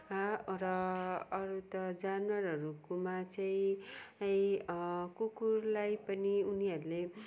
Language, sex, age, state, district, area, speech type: Nepali, female, 45-60, West Bengal, Darjeeling, rural, spontaneous